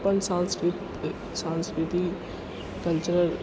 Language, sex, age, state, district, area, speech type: Maithili, male, 45-60, Bihar, Purnia, rural, spontaneous